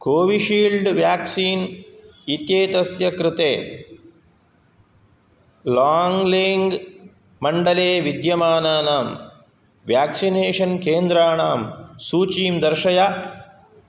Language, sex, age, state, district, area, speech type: Sanskrit, male, 45-60, Karnataka, Udupi, urban, read